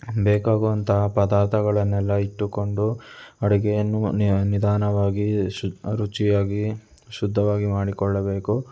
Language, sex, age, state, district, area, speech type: Kannada, male, 18-30, Karnataka, Tumkur, urban, spontaneous